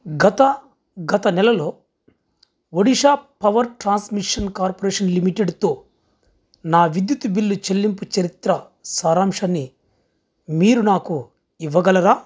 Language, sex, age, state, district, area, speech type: Telugu, male, 30-45, Andhra Pradesh, Krishna, urban, read